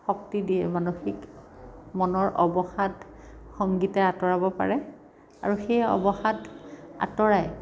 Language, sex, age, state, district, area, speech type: Assamese, female, 45-60, Assam, Dhemaji, rural, spontaneous